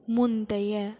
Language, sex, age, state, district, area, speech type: Tamil, female, 18-30, Tamil Nadu, Mayiladuthurai, urban, read